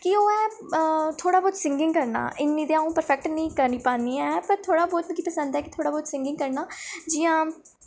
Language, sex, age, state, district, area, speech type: Dogri, female, 18-30, Jammu and Kashmir, Reasi, rural, spontaneous